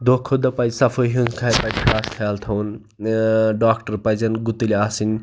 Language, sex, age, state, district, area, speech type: Kashmiri, male, 30-45, Jammu and Kashmir, Pulwama, urban, spontaneous